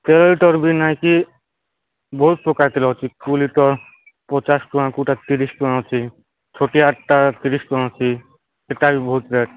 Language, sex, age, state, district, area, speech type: Odia, male, 18-30, Odisha, Nabarangpur, urban, conversation